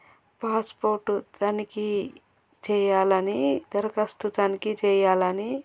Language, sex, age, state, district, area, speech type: Telugu, female, 30-45, Telangana, Peddapalli, urban, spontaneous